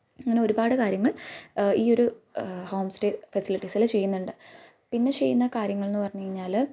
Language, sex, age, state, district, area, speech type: Malayalam, female, 18-30, Kerala, Idukki, rural, spontaneous